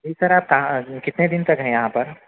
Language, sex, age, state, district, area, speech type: Urdu, male, 45-60, Telangana, Hyderabad, urban, conversation